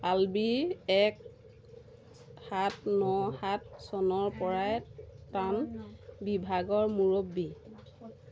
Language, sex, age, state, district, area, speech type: Assamese, female, 30-45, Assam, Golaghat, rural, read